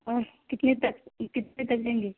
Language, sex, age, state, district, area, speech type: Urdu, female, 18-30, Uttar Pradesh, Mirzapur, rural, conversation